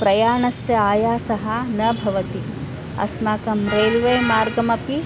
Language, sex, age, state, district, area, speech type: Sanskrit, female, 45-60, Karnataka, Bangalore Urban, urban, spontaneous